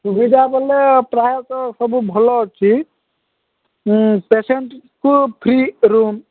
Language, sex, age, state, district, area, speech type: Odia, male, 45-60, Odisha, Nabarangpur, rural, conversation